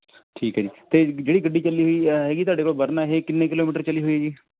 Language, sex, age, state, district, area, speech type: Punjabi, male, 30-45, Punjab, Mohali, urban, conversation